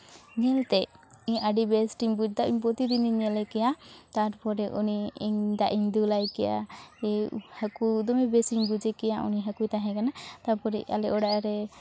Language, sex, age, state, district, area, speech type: Santali, female, 18-30, West Bengal, Purulia, rural, spontaneous